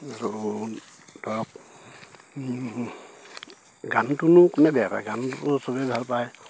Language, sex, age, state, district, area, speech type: Assamese, male, 60+, Assam, Dibrugarh, rural, spontaneous